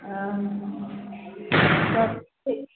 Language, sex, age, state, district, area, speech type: Maithili, female, 30-45, Bihar, Araria, rural, conversation